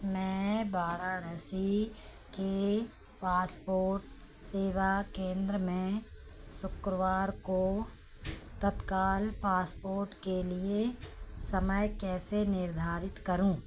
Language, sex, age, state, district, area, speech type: Hindi, female, 45-60, Madhya Pradesh, Narsinghpur, rural, read